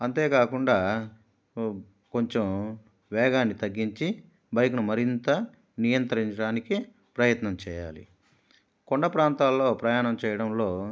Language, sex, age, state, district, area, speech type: Telugu, male, 45-60, Andhra Pradesh, Kadapa, rural, spontaneous